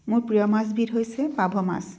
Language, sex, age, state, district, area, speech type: Assamese, female, 45-60, Assam, Tinsukia, rural, spontaneous